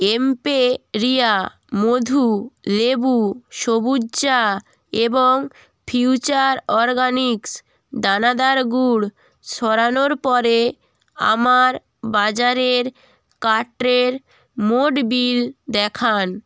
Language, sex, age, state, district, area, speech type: Bengali, female, 18-30, West Bengal, Jalpaiguri, rural, read